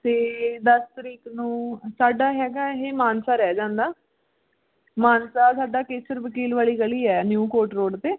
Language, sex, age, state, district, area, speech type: Punjabi, female, 30-45, Punjab, Mansa, urban, conversation